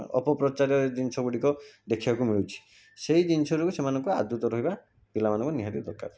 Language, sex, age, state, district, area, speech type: Odia, male, 45-60, Odisha, Jajpur, rural, spontaneous